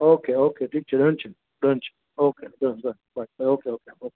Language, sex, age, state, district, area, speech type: Gujarati, male, 45-60, Gujarat, Rajkot, urban, conversation